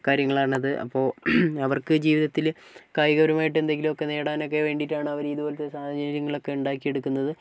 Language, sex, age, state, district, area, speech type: Malayalam, male, 30-45, Kerala, Wayanad, rural, spontaneous